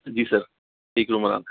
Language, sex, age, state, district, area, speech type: Hindi, male, 30-45, Rajasthan, Jaipur, urban, conversation